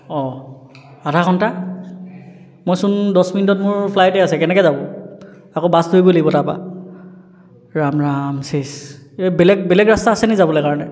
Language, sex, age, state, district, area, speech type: Assamese, male, 18-30, Assam, Charaideo, urban, spontaneous